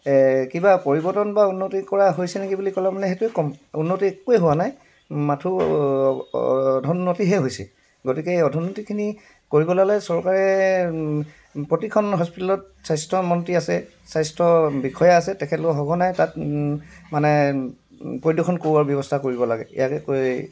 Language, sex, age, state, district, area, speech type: Assamese, male, 60+, Assam, Dibrugarh, rural, spontaneous